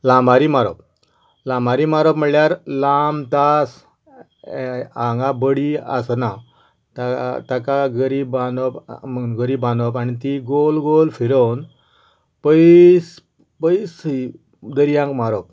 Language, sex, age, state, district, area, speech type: Goan Konkani, male, 60+, Goa, Canacona, rural, spontaneous